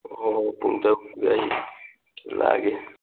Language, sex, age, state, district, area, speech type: Manipuri, male, 30-45, Manipur, Thoubal, rural, conversation